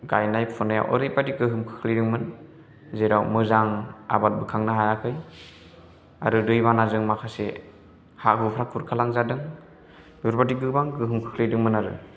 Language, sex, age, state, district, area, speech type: Bodo, male, 18-30, Assam, Chirang, rural, spontaneous